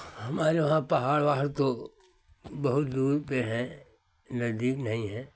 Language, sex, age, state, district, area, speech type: Hindi, male, 60+, Uttar Pradesh, Hardoi, rural, spontaneous